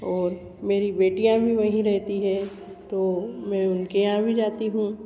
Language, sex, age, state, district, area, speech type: Hindi, female, 60+, Madhya Pradesh, Ujjain, urban, spontaneous